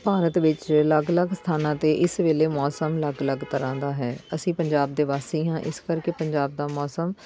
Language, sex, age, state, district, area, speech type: Punjabi, female, 30-45, Punjab, Amritsar, urban, spontaneous